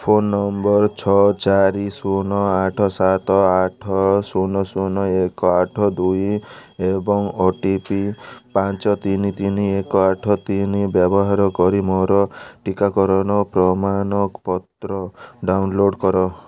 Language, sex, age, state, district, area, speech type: Odia, male, 30-45, Odisha, Malkangiri, urban, read